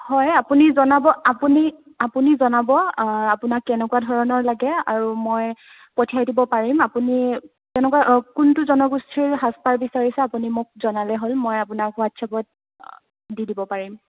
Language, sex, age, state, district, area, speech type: Assamese, female, 18-30, Assam, Sonitpur, rural, conversation